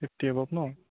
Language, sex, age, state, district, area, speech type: Assamese, male, 18-30, Assam, Charaideo, rural, conversation